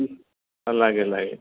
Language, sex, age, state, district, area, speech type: Assamese, male, 45-60, Assam, Goalpara, urban, conversation